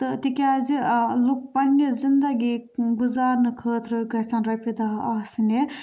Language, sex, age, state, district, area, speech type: Kashmiri, female, 18-30, Jammu and Kashmir, Baramulla, rural, spontaneous